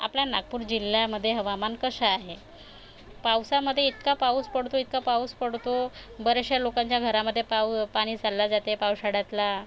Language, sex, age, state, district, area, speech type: Marathi, female, 60+, Maharashtra, Nagpur, rural, spontaneous